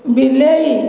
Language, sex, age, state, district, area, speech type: Odia, female, 60+, Odisha, Khordha, rural, read